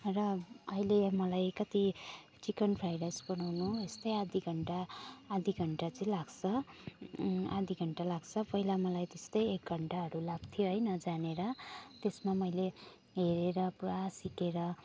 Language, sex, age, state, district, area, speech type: Nepali, female, 45-60, West Bengal, Jalpaiguri, urban, spontaneous